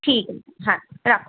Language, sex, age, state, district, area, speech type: Bengali, female, 18-30, West Bengal, Kolkata, urban, conversation